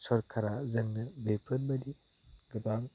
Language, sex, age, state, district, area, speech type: Bodo, male, 30-45, Assam, Chirang, rural, spontaneous